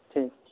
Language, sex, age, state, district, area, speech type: Urdu, male, 18-30, Bihar, Purnia, rural, conversation